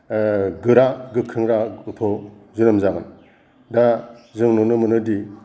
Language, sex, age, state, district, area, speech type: Bodo, male, 60+, Assam, Kokrajhar, rural, spontaneous